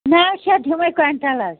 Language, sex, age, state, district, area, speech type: Kashmiri, female, 30-45, Jammu and Kashmir, Anantnag, rural, conversation